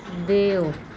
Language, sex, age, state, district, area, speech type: Punjabi, female, 30-45, Punjab, Muktsar, urban, read